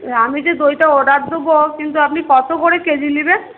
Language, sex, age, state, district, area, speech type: Bengali, female, 18-30, West Bengal, Paschim Medinipur, rural, conversation